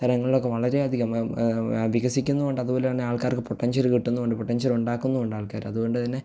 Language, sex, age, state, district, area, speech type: Malayalam, male, 18-30, Kerala, Pathanamthitta, rural, spontaneous